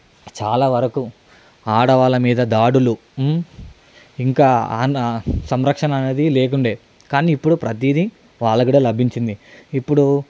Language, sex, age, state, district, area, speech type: Telugu, male, 18-30, Telangana, Hyderabad, urban, spontaneous